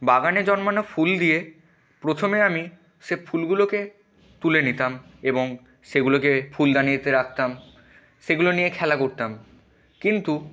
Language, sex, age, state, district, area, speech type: Bengali, male, 18-30, West Bengal, Purba Medinipur, rural, spontaneous